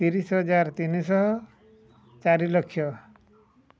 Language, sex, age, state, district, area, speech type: Odia, male, 60+, Odisha, Mayurbhanj, rural, spontaneous